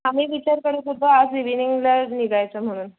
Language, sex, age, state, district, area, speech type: Marathi, female, 18-30, Maharashtra, Raigad, rural, conversation